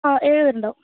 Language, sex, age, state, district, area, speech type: Malayalam, female, 18-30, Kerala, Wayanad, rural, conversation